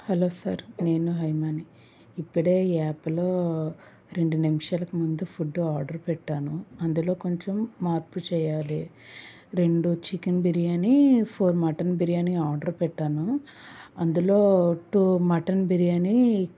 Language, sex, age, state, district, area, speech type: Telugu, female, 18-30, Andhra Pradesh, Anakapalli, rural, spontaneous